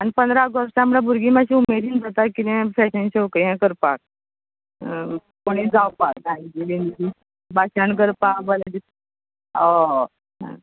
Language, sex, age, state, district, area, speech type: Goan Konkani, female, 30-45, Goa, Quepem, rural, conversation